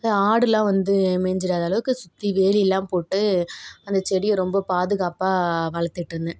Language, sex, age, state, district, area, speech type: Tamil, female, 45-60, Tamil Nadu, Tiruvarur, rural, spontaneous